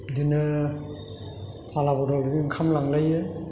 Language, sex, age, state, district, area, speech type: Bodo, male, 60+, Assam, Chirang, rural, spontaneous